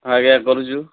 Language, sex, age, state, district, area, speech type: Odia, male, 60+, Odisha, Sundergarh, urban, conversation